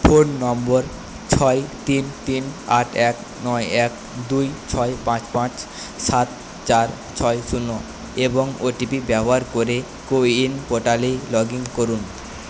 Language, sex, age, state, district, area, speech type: Bengali, male, 18-30, West Bengal, Paschim Medinipur, rural, read